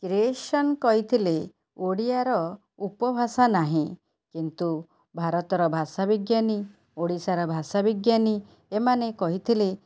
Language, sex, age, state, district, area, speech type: Odia, female, 45-60, Odisha, Cuttack, urban, spontaneous